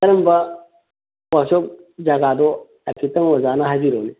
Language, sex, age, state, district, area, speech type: Manipuri, male, 45-60, Manipur, Kangpokpi, urban, conversation